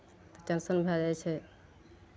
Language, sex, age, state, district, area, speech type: Maithili, female, 45-60, Bihar, Madhepura, rural, spontaneous